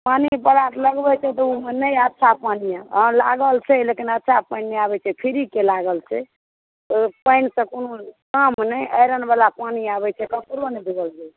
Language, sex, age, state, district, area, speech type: Maithili, female, 45-60, Bihar, Supaul, rural, conversation